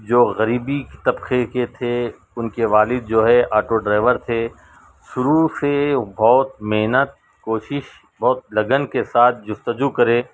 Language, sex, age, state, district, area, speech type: Urdu, male, 45-60, Telangana, Hyderabad, urban, spontaneous